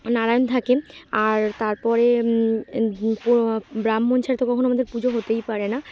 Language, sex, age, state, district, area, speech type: Bengali, female, 18-30, West Bengal, Dakshin Dinajpur, urban, spontaneous